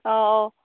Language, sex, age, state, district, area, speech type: Manipuri, female, 18-30, Manipur, Kangpokpi, urban, conversation